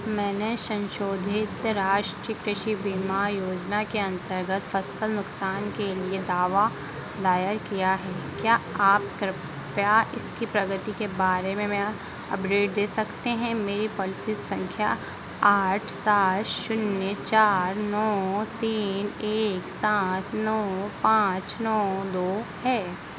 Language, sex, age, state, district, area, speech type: Hindi, female, 18-30, Madhya Pradesh, Harda, urban, read